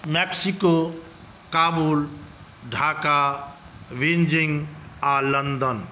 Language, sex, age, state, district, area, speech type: Maithili, male, 45-60, Bihar, Saharsa, rural, spontaneous